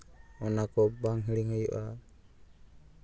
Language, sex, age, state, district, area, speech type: Santali, male, 18-30, West Bengal, Purulia, rural, spontaneous